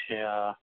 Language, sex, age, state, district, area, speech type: Sindhi, male, 18-30, Rajasthan, Ajmer, urban, conversation